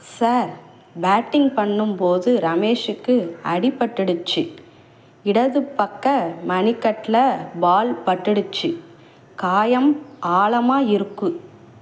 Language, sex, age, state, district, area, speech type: Tamil, female, 18-30, Tamil Nadu, Tiruvallur, rural, read